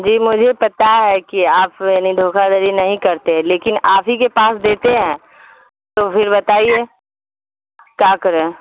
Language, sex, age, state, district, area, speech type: Urdu, female, 45-60, Bihar, Supaul, rural, conversation